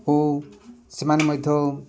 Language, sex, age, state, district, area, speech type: Odia, male, 45-60, Odisha, Nabarangpur, rural, spontaneous